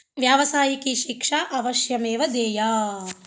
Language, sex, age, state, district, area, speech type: Sanskrit, female, 30-45, Telangana, Ranga Reddy, urban, spontaneous